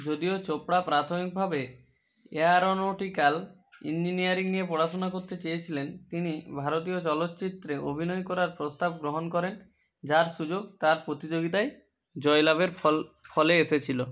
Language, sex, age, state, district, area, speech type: Bengali, male, 30-45, West Bengal, Bankura, urban, read